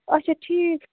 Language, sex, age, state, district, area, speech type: Kashmiri, female, 18-30, Jammu and Kashmir, Budgam, rural, conversation